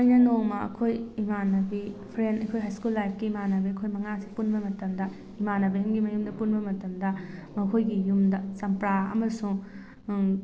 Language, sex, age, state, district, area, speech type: Manipuri, female, 18-30, Manipur, Thoubal, rural, spontaneous